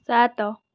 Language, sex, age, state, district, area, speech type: Odia, female, 18-30, Odisha, Cuttack, urban, read